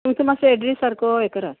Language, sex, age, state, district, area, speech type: Goan Konkani, female, 45-60, Goa, Canacona, rural, conversation